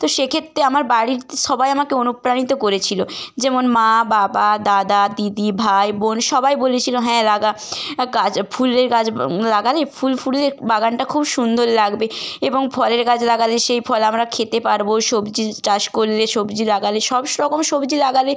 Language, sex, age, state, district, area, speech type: Bengali, female, 18-30, West Bengal, North 24 Parganas, rural, spontaneous